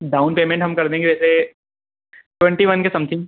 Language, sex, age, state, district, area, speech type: Hindi, male, 18-30, Madhya Pradesh, Ujjain, urban, conversation